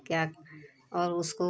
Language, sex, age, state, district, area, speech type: Hindi, female, 30-45, Uttar Pradesh, Prayagraj, rural, spontaneous